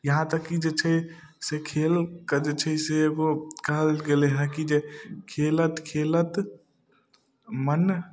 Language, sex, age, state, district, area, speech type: Maithili, male, 18-30, Bihar, Darbhanga, rural, spontaneous